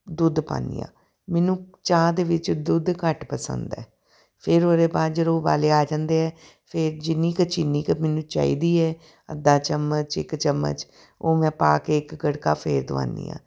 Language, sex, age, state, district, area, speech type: Punjabi, female, 45-60, Punjab, Tarn Taran, urban, spontaneous